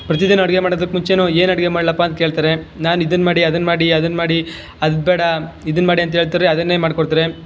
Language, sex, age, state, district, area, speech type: Kannada, male, 18-30, Karnataka, Chamarajanagar, rural, spontaneous